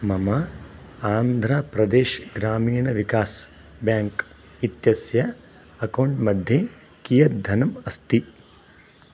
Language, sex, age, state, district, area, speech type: Sanskrit, male, 30-45, Karnataka, Raichur, rural, read